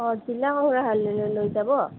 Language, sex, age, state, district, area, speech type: Assamese, female, 30-45, Assam, Sonitpur, rural, conversation